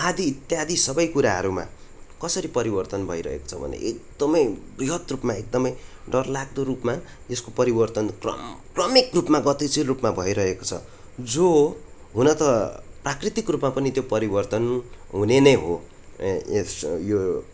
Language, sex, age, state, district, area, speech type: Nepali, male, 18-30, West Bengal, Darjeeling, rural, spontaneous